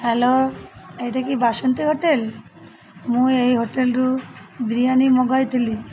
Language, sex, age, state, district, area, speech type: Odia, female, 30-45, Odisha, Malkangiri, urban, spontaneous